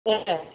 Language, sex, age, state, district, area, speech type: Bodo, female, 45-60, Assam, Kokrajhar, urban, conversation